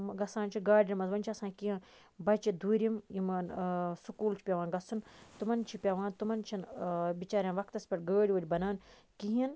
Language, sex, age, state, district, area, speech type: Kashmiri, female, 30-45, Jammu and Kashmir, Baramulla, rural, spontaneous